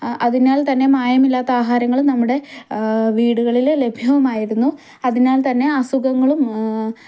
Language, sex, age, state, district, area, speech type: Malayalam, female, 18-30, Kerala, Idukki, rural, spontaneous